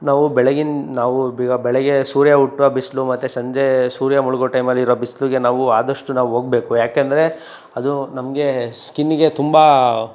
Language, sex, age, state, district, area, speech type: Kannada, male, 30-45, Karnataka, Chikkaballapur, urban, spontaneous